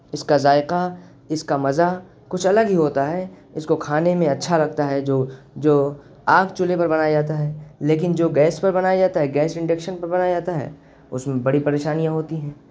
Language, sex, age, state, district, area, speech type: Urdu, male, 18-30, Uttar Pradesh, Siddharthnagar, rural, spontaneous